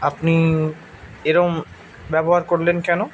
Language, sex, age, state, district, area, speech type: Bengali, male, 18-30, West Bengal, Bankura, urban, spontaneous